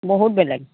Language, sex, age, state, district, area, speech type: Assamese, female, 60+, Assam, Dhemaji, rural, conversation